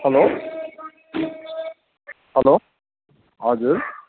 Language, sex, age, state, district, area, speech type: Nepali, male, 30-45, West Bengal, Kalimpong, rural, conversation